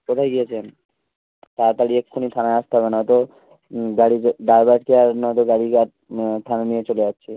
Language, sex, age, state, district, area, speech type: Bengali, male, 30-45, West Bengal, Hooghly, urban, conversation